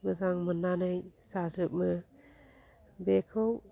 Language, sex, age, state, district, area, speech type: Bodo, female, 60+, Assam, Chirang, rural, spontaneous